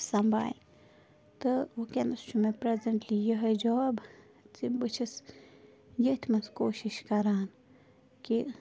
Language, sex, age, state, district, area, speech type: Kashmiri, female, 30-45, Jammu and Kashmir, Bandipora, rural, spontaneous